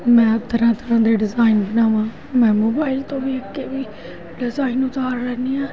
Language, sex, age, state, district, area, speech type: Punjabi, female, 45-60, Punjab, Gurdaspur, urban, spontaneous